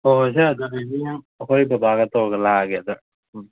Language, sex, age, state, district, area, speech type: Manipuri, male, 18-30, Manipur, Kakching, rural, conversation